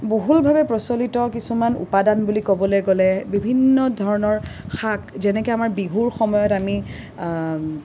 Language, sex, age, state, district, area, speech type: Assamese, female, 18-30, Assam, Kamrup Metropolitan, urban, spontaneous